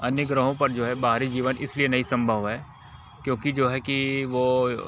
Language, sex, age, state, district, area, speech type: Hindi, male, 45-60, Uttar Pradesh, Mirzapur, urban, spontaneous